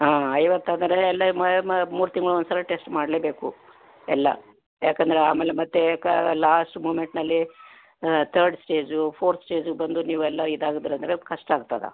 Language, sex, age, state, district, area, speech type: Kannada, female, 60+, Karnataka, Gulbarga, urban, conversation